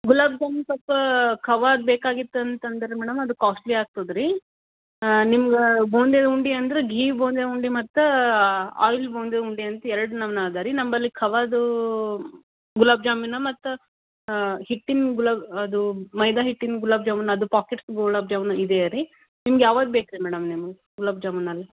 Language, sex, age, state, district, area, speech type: Kannada, female, 30-45, Karnataka, Gulbarga, urban, conversation